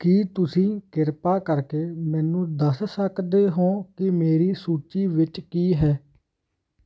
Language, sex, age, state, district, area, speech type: Punjabi, male, 18-30, Punjab, Hoshiarpur, rural, read